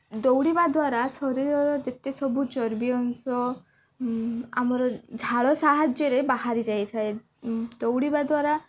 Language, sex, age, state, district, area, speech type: Odia, female, 18-30, Odisha, Nabarangpur, urban, spontaneous